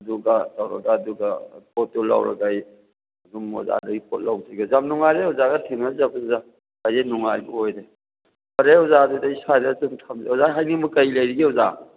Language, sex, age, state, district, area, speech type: Manipuri, male, 60+, Manipur, Thoubal, rural, conversation